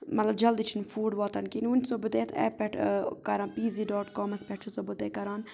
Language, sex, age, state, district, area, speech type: Kashmiri, other, 30-45, Jammu and Kashmir, Budgam, rural, spontaneous